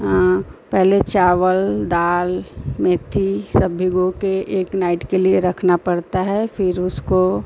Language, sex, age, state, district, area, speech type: Hindi, female, 30-45, Uttar Pradesh, Ghazipur, urban, spontaneous